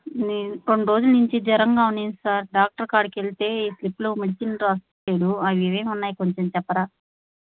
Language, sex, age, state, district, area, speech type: Telugu, female, 45-60, Andhra Pradesh, Nellore, rural, conversation